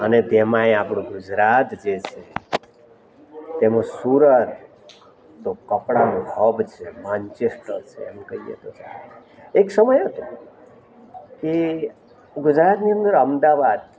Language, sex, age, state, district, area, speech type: Gujarati, male, 60+, Gujarat, Rajkot, urban, spontaneous